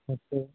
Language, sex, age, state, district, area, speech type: Assamese, male, 45-60, Assam, Dhemaji, rural, conversation